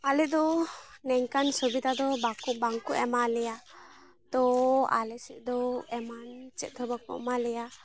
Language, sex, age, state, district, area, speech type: Santali, female, 18-30, West Bengal, Malda, rural, spontaneous